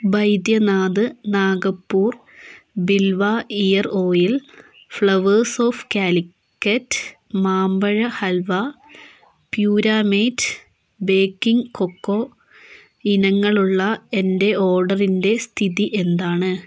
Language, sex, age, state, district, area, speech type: Malayalam, female, 18-30, Kerala, Wayanad, rural, read